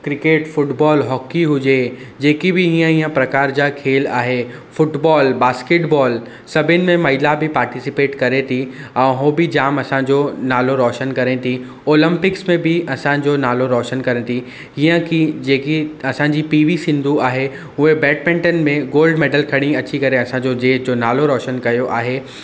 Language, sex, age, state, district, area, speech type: Sindhi, male, 18-30, Maharashtra, Mumbai Suburban, urban, spontaneous